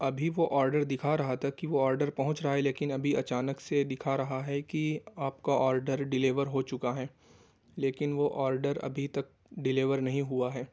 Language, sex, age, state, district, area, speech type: Urdu, male, 18-30, Uttar Pradesh, Ghaziabad, urban, spontaneous